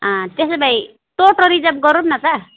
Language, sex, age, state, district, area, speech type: Nepali, female, 45-60, West Bengal, Alipurduar, urban, conversation